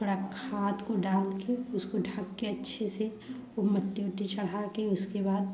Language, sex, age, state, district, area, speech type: Hindi, female, 30-45, Uttar Pradesh, Prayagraj, urban, spontaneous